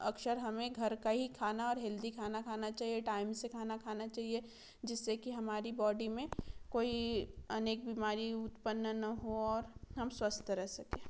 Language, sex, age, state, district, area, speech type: Hindi, female, 30-45, Madhya Pradesh, Betul, urban, spontaneous